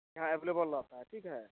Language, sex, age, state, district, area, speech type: Hindi, male, 30-45, Bihar, Vaishali, rural, conversation